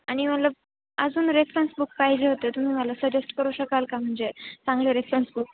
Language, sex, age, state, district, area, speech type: Marathi, female, 18-30, Maharashtra, Ahmednagar, urban, conversation